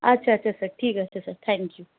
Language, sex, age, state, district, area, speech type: Bengali, female, 18-30, West Bengal, Malda, rural, conversation